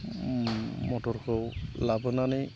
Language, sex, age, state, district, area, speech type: Bodo, male, 30-45, Assam, Chirang, rural, spontaneous